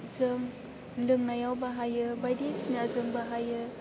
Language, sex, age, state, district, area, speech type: Bodo, female, 18-30, Assam, Chirang, urban, spontaneous